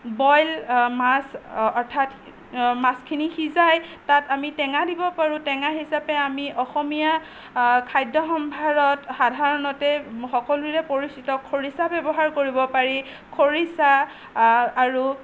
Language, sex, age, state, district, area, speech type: Assamese, female, 60+, Assam, Nagaon, rural, spontaneous